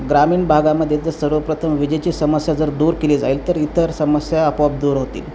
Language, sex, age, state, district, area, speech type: Marathi, male, 30-45, Maharashtra, Osmanabad, rural, spontaneous